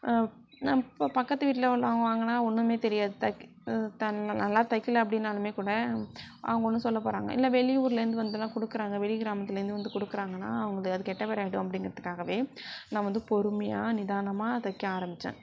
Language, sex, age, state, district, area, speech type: Tamil, female, 60+, Tamil Nadu, Sivaganga, rural, spontaneous